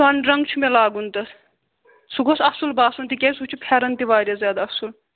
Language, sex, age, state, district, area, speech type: Kashmiri, female, 30-45, Jammu and Kashmir, Kulgam, rural, conversation